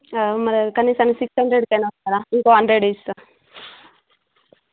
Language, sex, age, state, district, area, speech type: Telugu, female, 30-45, Telangana, Warangal, rural, conversation